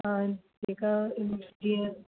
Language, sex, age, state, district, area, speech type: Sindhi, female, 30-45, Delhi, South Delhi, urban, conversation